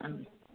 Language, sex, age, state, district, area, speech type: Malayalam, female, 45-60, Kerala, Kottayam, rural, conversation